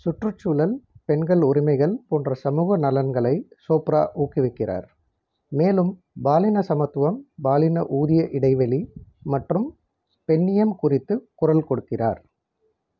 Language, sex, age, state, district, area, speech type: Tamil, male, 45-60, Tamil Nadu, Erode, urban, read